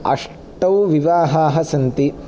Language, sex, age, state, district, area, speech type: Sanskrit, male, 18-30, Andhra Pradesh, Palnadu, rural, spontaneous